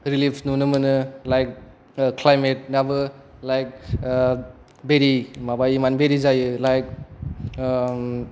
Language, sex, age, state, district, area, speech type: Bodo, male, 18-30, Assam, Kokrajhar, urban, spontaneous